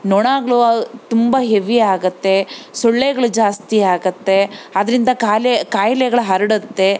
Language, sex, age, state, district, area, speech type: Kannada, female, 30-45, Karnataka, Bangalore Rural, rural, spontaneous